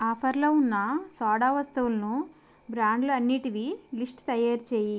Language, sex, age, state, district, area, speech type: Telugu, female, 18-30, Andhra Pradesh, Konaseema, rural, read